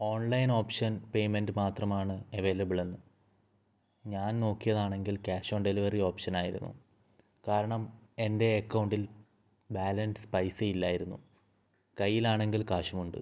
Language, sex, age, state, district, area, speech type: Malayalam, male, 18-30, Kerala, Kannur, rural, spontaneous